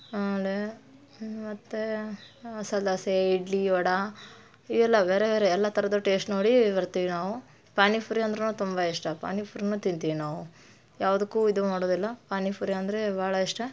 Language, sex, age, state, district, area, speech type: Kannada, female, 30-45, Karnataka, Dharwad, urban, spontaneous